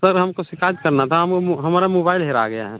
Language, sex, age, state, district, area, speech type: Hindi, male, 30-45, Bihar, Muzaffarpur, urban, conversation